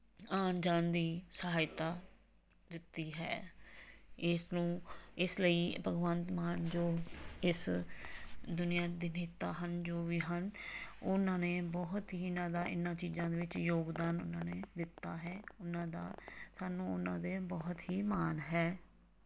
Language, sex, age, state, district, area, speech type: Punjabi, female, 45-60, Punjab, Tarn Taran, rural, spontaneous